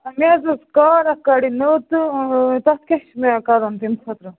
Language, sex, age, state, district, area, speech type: Kashmiri, female, 30-45, Jammu and Kashmir, Baramulla, rural, conversation